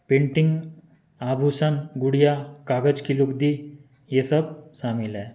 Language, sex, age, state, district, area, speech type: Hindi, male, 30-45, Madhya Pradesh, Betul, urban, spontaneous